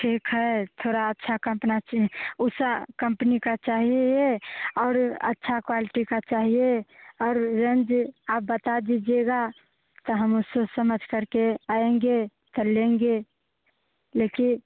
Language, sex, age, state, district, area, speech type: Hindi, female, 18-30, Bihar, Muzaffarpur, rural, conversation